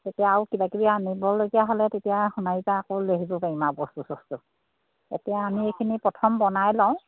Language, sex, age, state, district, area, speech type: Assamese, female, 30-45, Assam, Charaideo, rural, conversation